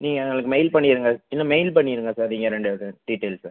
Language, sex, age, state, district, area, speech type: Tamil, male, 18-30, Tamil Nadu, Pudukkottai, rural, conversation